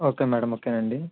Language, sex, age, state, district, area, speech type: Telugu, male, 45-60, Andhra Pradesh, Kakinada, rural, conversation